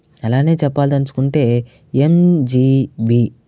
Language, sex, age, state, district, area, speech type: Telugu, male, 45-60, Andhra Pradesh, Chittoor, urban, spontaneous